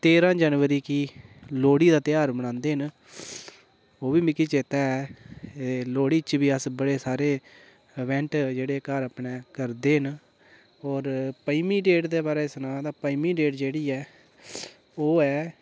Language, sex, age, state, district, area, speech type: Dogri, male, 18-30, Jammu and Kashmir, Udhampur, rural, spontaneous